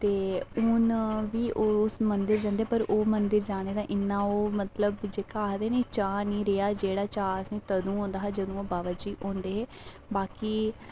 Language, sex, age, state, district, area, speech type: Dogri, female, 18-30, Jammu and Kashmir, Reasi, rural, spontaneous